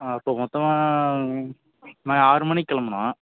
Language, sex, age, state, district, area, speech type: Tamil, male, 18-30, Tamil Nadu, Thanjavur, rural, conversation